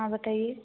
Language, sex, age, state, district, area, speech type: Hindi, female, 18-30, Uttar Pradesh, Varanasi, rural, conversation